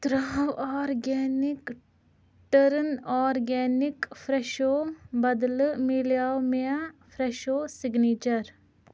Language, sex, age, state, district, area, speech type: Kashmiri, female, 18-30, Jammu and Kashmir, Ganderbal, rural, read